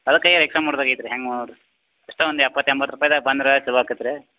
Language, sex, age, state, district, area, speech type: Kannada, male, 45-60, Karnataka, Belgaum, rural, conversation